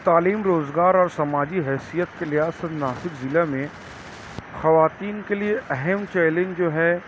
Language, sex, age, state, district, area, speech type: Urdu, male, 30-45, Maharashtra, Nashik, urban, spontaneous